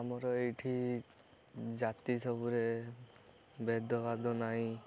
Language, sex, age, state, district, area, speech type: Odia, male, 18-30, Odisha, Koraput, urban, spontaneous